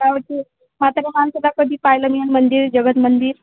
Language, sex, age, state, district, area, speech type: Marathi, female, 30-45, Maharashtra, Yavatmal, rural, conversation